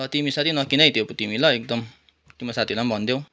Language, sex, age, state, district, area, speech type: Nepali, male, 30-45, West Bengal, Kalimpong, rural, spontaneous